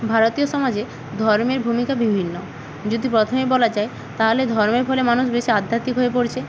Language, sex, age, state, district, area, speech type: Bengali, female, 30-45, West Bengal, Nadia, rural, spontaneous